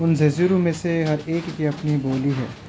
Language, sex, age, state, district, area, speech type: Urdu, male, 18-30, Delhi, North West Delhi, urban, read